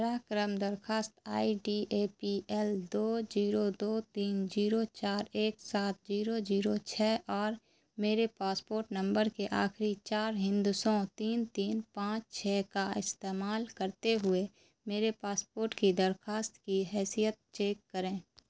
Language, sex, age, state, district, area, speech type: Urdu, female, 18-30, Bihar, Darbhanga, rural, read